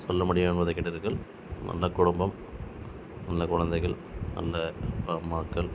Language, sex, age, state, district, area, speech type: Tamil, male, 30-45, Tamil Nadu, Dharmapuri, rural, spontaneous